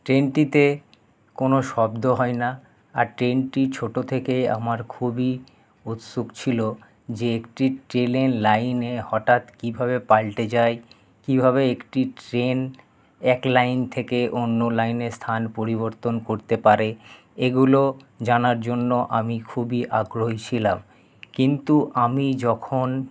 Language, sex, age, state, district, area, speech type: Bengali, male, 30-45, West Bengal, Paschim Bardhaman, urban, spontaneous